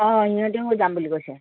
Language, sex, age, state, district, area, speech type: Assamese, female, 60+, Assam, Lakhimpur, rural, conversation